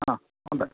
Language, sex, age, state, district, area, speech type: Malayalam, male, 45-60, Kerala, Kottayam, rural, conversation